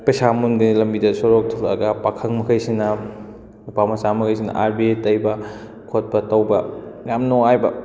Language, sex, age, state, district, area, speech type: Manipuri, male, 18-30, Manipur, Kakching, rural, spontaneous